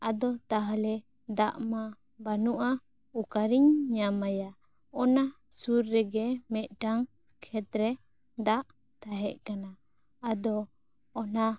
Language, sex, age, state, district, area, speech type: Santali, female, 18-30, West Bengal, Bankura, rural, spontaneous